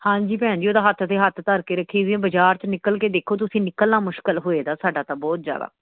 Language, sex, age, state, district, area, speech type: Punjabi, female, 30-45, Punjab, Pathankot, urban, conversation